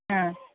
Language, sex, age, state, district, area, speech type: Sanskrit, female, 30-45, Kerala, Kasaragod, rural, conversation